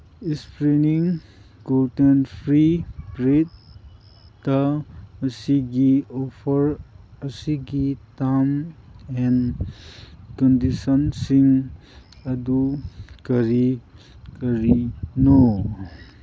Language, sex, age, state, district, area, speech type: Manipuri, male, 30-45, Manipur, Kangpokpi, urban, read